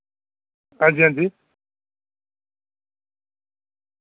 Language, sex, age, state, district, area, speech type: Dogri, male, 18-30, Jammu and Kashmir, Reasi, rural, conversation